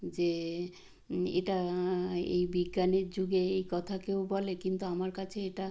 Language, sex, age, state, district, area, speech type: Bengali, female, 60+, West Bengal, Purba Medinipur, rural, spontaneous